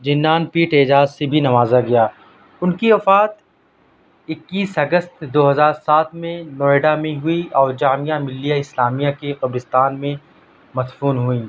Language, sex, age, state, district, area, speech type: Urdu, male, 18-30, Delhi, South Delhi, urban, spontaneous